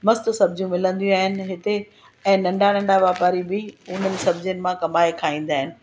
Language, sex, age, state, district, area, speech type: Sindhi, female, 60+, Gujarat, Surat, urban, spontaneous